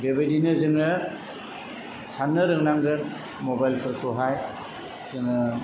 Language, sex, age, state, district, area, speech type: Bodo, male, 45-60, Assam, Chirang, rural, spontaneous